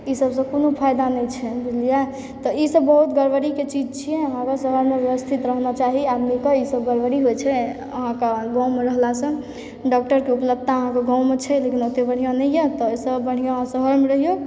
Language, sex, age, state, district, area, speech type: Maithili, male, 30-45, Bihar, Supaul, rural, spontaneous